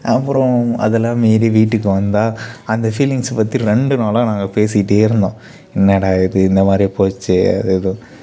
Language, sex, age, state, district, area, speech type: Tamil, male, 18-30, Tamil Nadu, Kallakurichi, urban, spontaneous